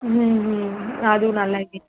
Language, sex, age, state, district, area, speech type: Tamil, female, 18-30, Tamil Nadu, Kanchipuram, urban, conversation